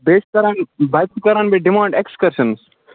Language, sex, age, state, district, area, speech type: Kashmiri, male, 18-30, Jammu and Kashmir, Kupwara, rural, conversation